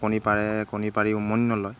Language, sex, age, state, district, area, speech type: Assamese, male, 30-45, Assam, Golaghat, rural, spontaneous